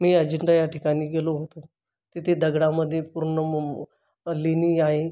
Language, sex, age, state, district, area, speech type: Marathi, male, 45-60, Maharashtra, Buldhana, urban, spontaneous